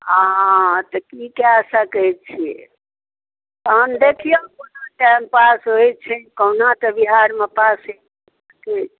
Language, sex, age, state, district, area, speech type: Maithili, female, 60+, Bihar, Darbhanga, urban, conversation